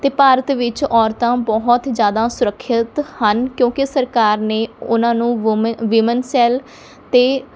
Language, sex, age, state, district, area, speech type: Punjabi, female, 30-45, Punjab, Mohali, rural, spontaneous